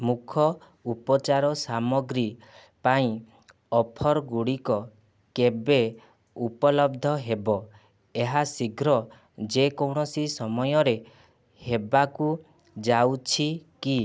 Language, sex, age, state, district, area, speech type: Odia, male, 30-45, Odisha, Kandhamal, rural, read